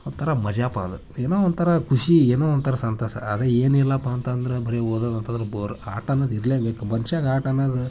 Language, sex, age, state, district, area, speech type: Kannada, male, 18-30, Karnataka, Haveri, rural, spontaneous